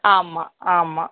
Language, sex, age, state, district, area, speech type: Tamil, female, 18-30, Tamil Nadu, Sivaganga, rural, conversation